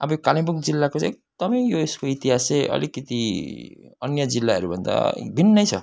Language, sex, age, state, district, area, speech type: Nepali, male, 30-45, West Bengal, Kalimpong, rural, spontaneous